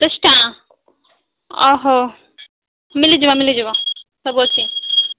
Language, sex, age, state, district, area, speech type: Odia, female, 18-30, Odisha, Malkangiri, urban, conversation